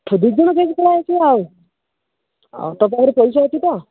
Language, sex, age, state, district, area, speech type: Odia, male, 18-30, Odisha, Nabarangpur, urban, conversation